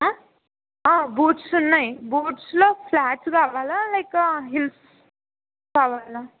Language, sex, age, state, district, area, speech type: Telugu, female, 18-30, Telangana, Mulugu, urban, conversation